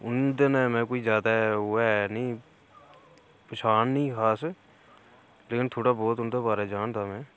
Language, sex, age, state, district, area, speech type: Dogri, male, 30-45, Jammu and Kashmir, Udhampur, rural, spontaneous